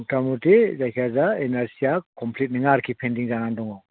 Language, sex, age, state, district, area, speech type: Bodo, other, 60+, Assam, Chirang, rural, conversation